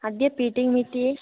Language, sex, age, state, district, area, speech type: Sanskrit, female, 18-30, Kerala, Thrissur, rural, conversation